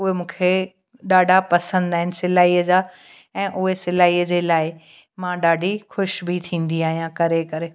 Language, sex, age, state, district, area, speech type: Sindhi, female, 45-60, Gujarat, Kutch, rural, spontaneous